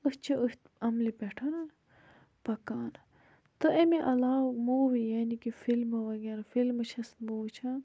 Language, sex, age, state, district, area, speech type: Kashmiri, female, 18-30, Jammu and Kashmir, Budgam, rural, spontaneous